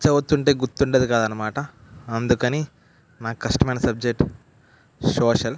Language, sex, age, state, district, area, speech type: Telugu, male, 18-30, Andhra Pradesh, West Godavari, rural, spontaneous